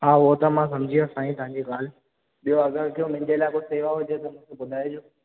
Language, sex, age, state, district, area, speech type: Sindhi, male, 18-30, Rajasthan, Ajmer, urban, conversation